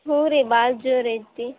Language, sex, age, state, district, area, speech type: Kannada, female, 18-30, Karnataka, Gadag, rural, conversation